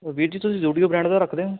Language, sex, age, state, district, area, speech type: Punjabi, male, 18-30, Punjab, Ludhiana, urban, conversation